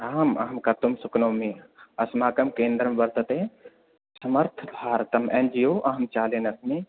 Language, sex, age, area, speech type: Sanskrit, male, 18-30, rural, conversation